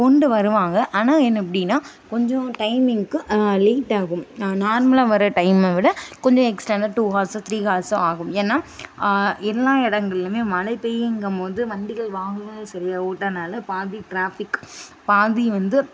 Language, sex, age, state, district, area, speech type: Tamil, female, 18-30, Tamil Nadu, Kanchipuram, urban, spontaneous